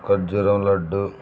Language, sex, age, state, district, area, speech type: Telugu, male, 30-45, Andhra Pradesh, Bapatla, rural, spontaneous